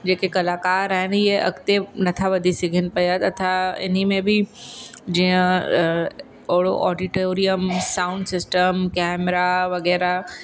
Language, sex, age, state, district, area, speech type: Sindhi, female, 30-45, Uttar Pradesh, Lucknow, urban, spontaneous